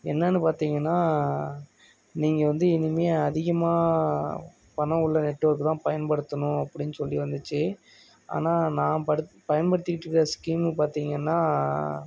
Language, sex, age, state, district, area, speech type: Tamil, male, 30-45, Tamil Nadu, Thanjavur, rural, spontaneous